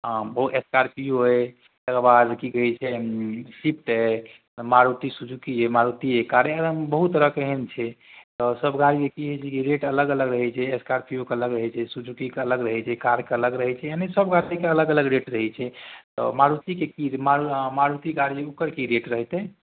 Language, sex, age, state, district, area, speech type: Maithili, male, 30-45, Bihar, Madhubani, rural, conversation